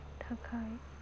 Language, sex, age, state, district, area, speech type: Bodo, female, 18-30, Assam, Baksa, rural, spontaneous